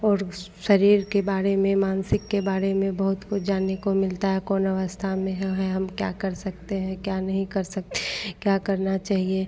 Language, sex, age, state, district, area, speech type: Hindi, female, 18-30, Bihar, Madhepura, rural, spontaneous